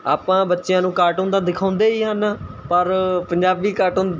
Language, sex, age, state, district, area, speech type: Punjabi, male, 18-30, Punjab, Mohali, rural, spontaneous